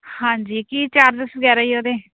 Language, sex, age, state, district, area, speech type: Punjabi, female, 30-45, Punjab, Muktsar, urban, conversation